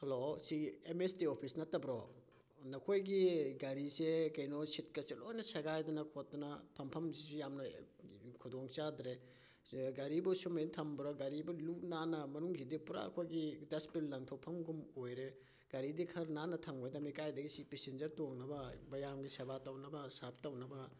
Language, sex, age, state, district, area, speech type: Manipuri, male, 30-45, Manipur, Thoubal, rural, spontaneous